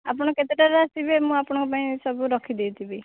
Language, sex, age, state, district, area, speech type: Odia, female, 18-30, Odisha, Puri, urban, conversation